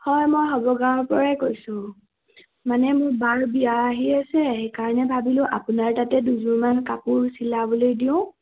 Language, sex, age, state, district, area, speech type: Assamese, female, 18-30, Assam, Nagaon, rural, conversation